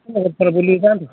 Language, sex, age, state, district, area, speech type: Odia, male, 60+, Odisha, Gajapati, rural, conversation